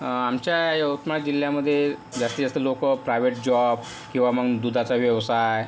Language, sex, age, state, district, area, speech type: Marathi, male, 18-30, Maharashtra, Yavatmal, rural, spontaneous